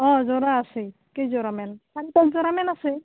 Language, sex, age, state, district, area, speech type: Assamese, female, 45-60, Assam, Goalpara, urban, conversation